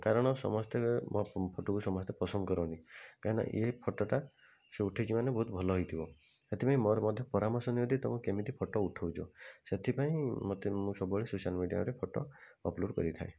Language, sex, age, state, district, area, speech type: Odia, male, 45-60, Odisha, Bhadrak, rural, spontaneous